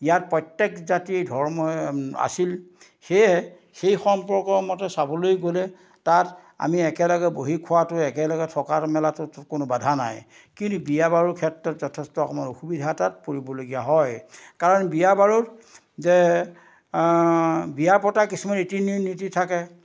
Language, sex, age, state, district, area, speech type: Assamese, male, 60+, Assam, Majuli, urban, spontaneous